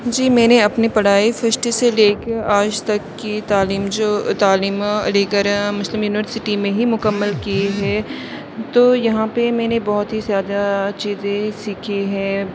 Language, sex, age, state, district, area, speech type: Urdu, female, 18-30, Uttar Pradesh, Aligarh, urban, spontaneous